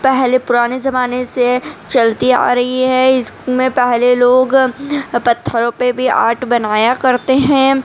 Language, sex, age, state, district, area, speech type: Urdu, female, 30-45, Delhi, Central Delhi, rural, spontaneous